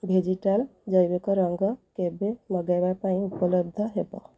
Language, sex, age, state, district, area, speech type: Odia, female, 30-45, Odisha, Kendrapara, urban, read